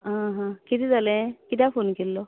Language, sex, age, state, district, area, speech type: Goan Konkani, female, 60+, Goa, Canacona, rural, conversation